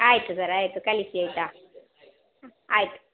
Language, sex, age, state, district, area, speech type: Kannada, female, 60+, Karnataka, Dakshina Kannada, rural, conversation